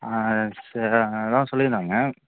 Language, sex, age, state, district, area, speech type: Tamil, male, 18-30, Tamil Nadu, Thanjavur, rural, conversation